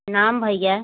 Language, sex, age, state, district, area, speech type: Hindi, female, 60+, Uttar Pradesh, Bhadohi, rural, conversation